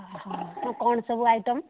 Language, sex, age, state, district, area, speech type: Odia, female, 60+, Odisha, Jharsuguda, rural, conversation